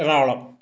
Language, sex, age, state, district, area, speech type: Malayalam, male, 60+, Kerala, Kottayam, rural, spontaneous